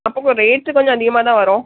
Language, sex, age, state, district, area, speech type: Tamil, female, 18-30, Tamil Nadu, Tirunelveli, rural, conversation